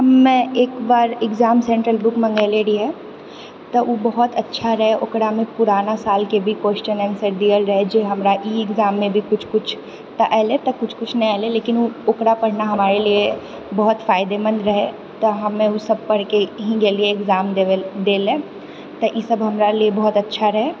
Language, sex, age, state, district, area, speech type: Maithili, female, 30-45, Bihar, Purnia, urban, spontaneous